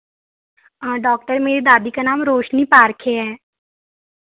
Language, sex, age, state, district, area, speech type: Hindi, female, 30-45, Madhya Pradesh, Betul, rural, conversation